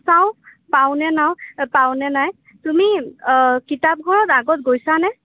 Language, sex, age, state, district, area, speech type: Assamese, female, 18-30, Assam, Kamrup Metropolitan, urban, conversation